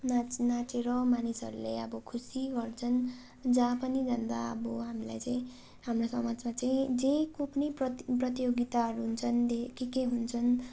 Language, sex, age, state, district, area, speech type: Nepali, female, 18-30, West Bengal, Darjeeling, rural, spontaneous